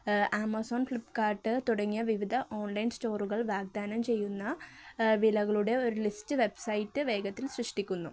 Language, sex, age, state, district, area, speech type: Malayalam, female, 18-30, Kerala, Kozhikode, rural, spontaneous